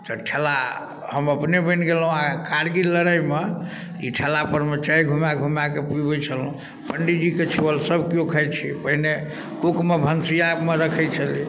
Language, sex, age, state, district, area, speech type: Maithili, male, 45-60, Bihar, Darbhanga, rural, spontaneous